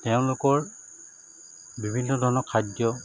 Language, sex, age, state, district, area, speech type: Assamese, male, 45-60, Assam, Charaideo, urban, spontaneous